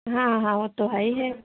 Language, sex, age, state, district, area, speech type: Hindi, female, 45-60, Uttar Pradesh, Hardoi, rural, conversation